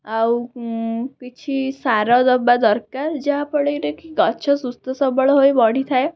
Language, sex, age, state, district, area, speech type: Odia, female, 18-30, Odisha, Cuttack, urban, spontaneous